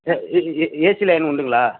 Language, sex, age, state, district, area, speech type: Tamil, male, 30-45, Tamil Nadu, Thanjavur, rural, conversation